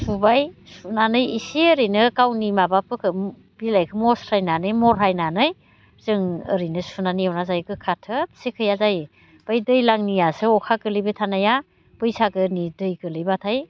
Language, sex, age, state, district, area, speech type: Bodo, female, 60+, Assam, Baksa, rural, spontaneous